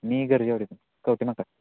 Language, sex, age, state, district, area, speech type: Marathi, male, 18-30, Maharashtra, Sangli, urban, conversation